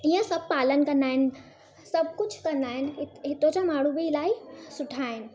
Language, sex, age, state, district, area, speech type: Sindhi, female, 18-30, Gujarat, Surat, urban, spontaneous